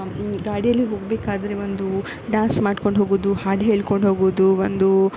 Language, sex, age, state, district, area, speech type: Kannada, female, 18-30, Karnataka, Udupi, rural, spontaneous